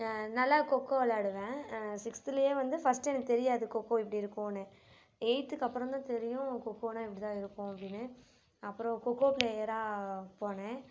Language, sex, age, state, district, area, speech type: Tamil, female, 18-30, Tamil Nadu, Namakkal, rural, spontaneous